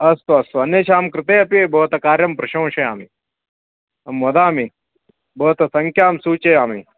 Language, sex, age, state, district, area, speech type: Sanskrit, male, 45-60, Karnataka, Vijayapura, urban, conversation